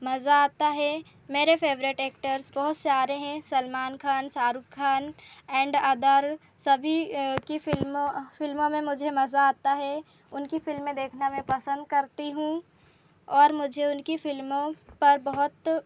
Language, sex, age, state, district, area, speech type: Hindi, female, 18-30, Madhya Pradesh, Seoni, urban, spontaneous